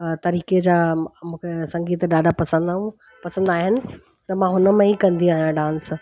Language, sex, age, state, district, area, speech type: Sindhi, female, 45-60, Delhi, South Delhi, urban, spontaneous